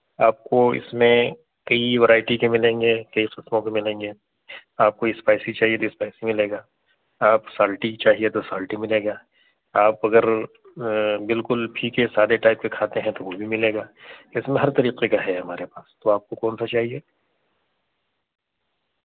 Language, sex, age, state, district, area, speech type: Urdu, male, 30-45, Delhi, North East Delhi, urban, conversation